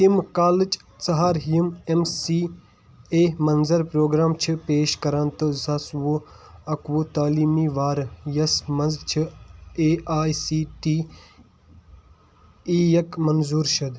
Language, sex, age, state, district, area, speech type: Kashmiri, male, 18-30, Jammu and Kashmir, Kulgam, urban, read